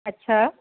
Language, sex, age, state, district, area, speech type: Sindhi, female, 60+, Delhi, South Delhi, urban, conversation